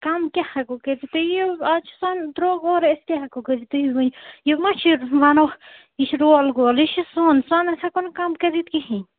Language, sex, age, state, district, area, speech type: Kashmiri, female, 18-30, Jammu and Kashmir, Srinagar, urban, conversation